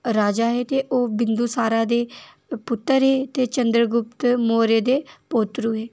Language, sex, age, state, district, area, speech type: Dogri, female, 18-30, Jammu and Kashmir, Udhampur, rural, spontaneous